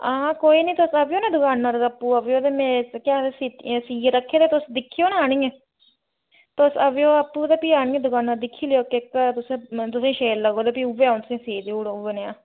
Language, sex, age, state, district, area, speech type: Dogri, female, 18-30, Jammu and Kashmir, Reasi, rural, conversation